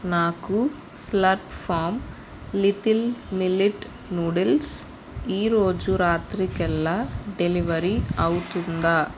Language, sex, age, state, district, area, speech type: Telugu, female, 45-60, Andhra Pradesh, West Godavari, rural, read